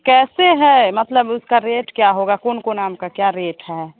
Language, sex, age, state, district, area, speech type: Hindi, female, 30-45, Bihar, Samastipur, rural, conversation